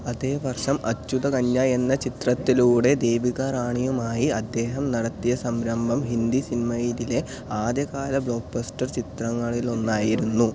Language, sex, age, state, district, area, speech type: Malayalam, male, 18-30, Kerala, Palakkad, rural, read